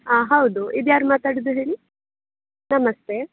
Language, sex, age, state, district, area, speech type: Kannada, female, 18-30, Karnataka, Dakshina Kannada, urban, conversation